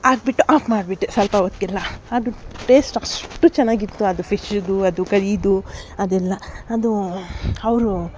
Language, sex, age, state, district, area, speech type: Kannada, female, 45-60, Karnataka, Davanagere, urban, spontaneous